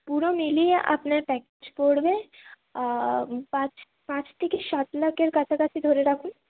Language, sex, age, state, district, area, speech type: Bengali, female, 18-30, West Bengal, Paschim Bardhaman, urban, conversation